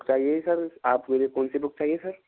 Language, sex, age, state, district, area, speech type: Hindi, male, 18-30, Rajasthan, Bharatpur, rural, conversation